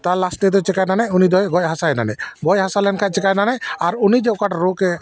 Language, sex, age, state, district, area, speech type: Santali, male, 45-60, West Bengal, Dakshin Dinajpur, rural, spontaneous